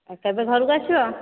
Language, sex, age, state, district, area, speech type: Odia, female, 30-45, Odisha, Dhenkanal, rural, conversation